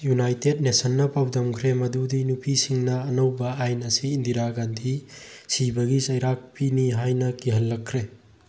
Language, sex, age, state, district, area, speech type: Manipuri, male, 18-30, Manipur, Bishnupur, rural, read